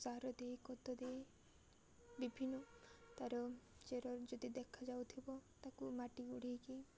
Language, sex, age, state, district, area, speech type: Odia, female, 18-30, Odisha, Koraput, urban, spontaneous